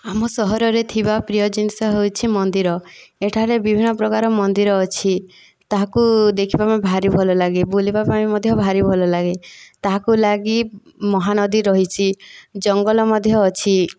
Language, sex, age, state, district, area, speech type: Odia, female, 18-30, Odisha, Boudh, rural, spontaneous